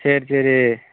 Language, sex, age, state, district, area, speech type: Tamil, male, 30-45, Tamil Nadu, Thoothukudi, rural, conversation